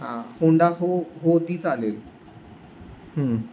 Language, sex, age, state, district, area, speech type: Marathi, male, 30-45, Maharashtra, Sangli, urban, spontaneous